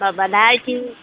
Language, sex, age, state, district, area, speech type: Bodo, female, 30-45, Assam, Udalguri, urban, conversation